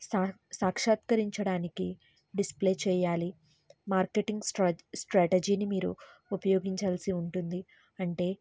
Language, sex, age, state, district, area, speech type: Telugu, female, 18-30, Andhra Pradesh, N T Rama Rao, urban, spontaneous